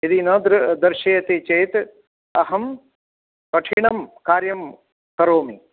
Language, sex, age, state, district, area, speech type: Sanskrit, male, 60+, Karnataka, Uttara Kannada, urban, conversation